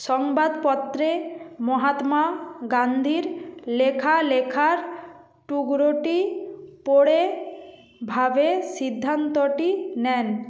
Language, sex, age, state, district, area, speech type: Bengali, female, 45-60, West Bengal, Nadia, rural, read